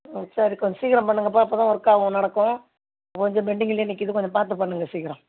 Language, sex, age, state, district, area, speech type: Tamil, female, 60+, Tamil Nadu, Ariyalur, rural, conversation